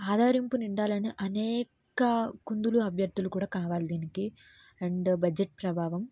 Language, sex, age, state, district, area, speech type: Telugu, female, 18-30, Andhra Pradesh, N T Rama Rao, urban, spontaneous